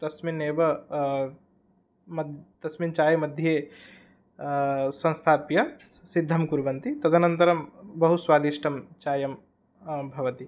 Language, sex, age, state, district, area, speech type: Sanskrit, male, 18-30, Odisha, Puri, rural, spontaneous